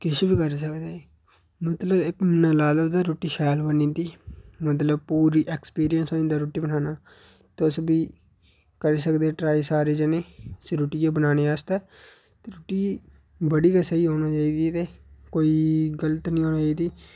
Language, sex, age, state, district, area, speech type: Dogri, male, 18-30, Jammu and Kashmir, Udhampur, rural, spontaneous